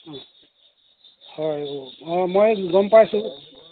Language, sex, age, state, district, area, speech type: Assamese, male, 45-60, Assam, Golaghat, rural, conversation